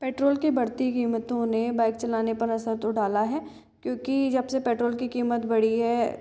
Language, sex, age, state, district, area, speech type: Hindi, female, 30-45, Rajasthan, Jaipur, urban, spontaneous